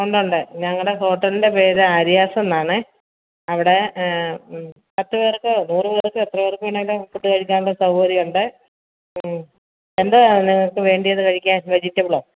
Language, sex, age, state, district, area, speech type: Malayalam, female, 45-60, Kerala, Kottayam, rural, conversation